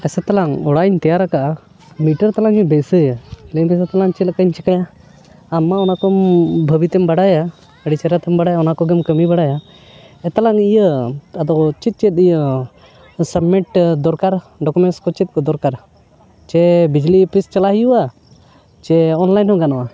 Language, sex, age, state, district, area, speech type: Santali, male, 30-45, Jharkhand, Bokaro, rural, spontaneous